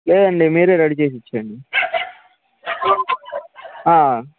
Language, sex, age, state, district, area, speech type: Telugu, male, 18-30, Andhra Pradesh, Sri Balaji, urban, conversation